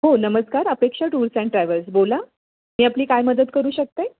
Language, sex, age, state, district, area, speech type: Marathi, female, 30-45, Maharashtra, Pune, urban, conversation